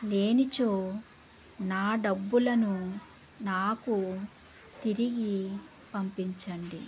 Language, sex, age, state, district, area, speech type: Telugu, male, 45-60, Andhra Pradesh, West Godavari, rural, spontaneous